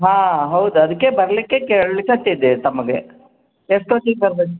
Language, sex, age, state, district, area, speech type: Kannada, female, 60+, Karnataka, Koppal, rural, conversation